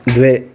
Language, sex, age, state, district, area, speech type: Sanskrit, male, 30-45, Karnataka, Uttara Kannada, urban, read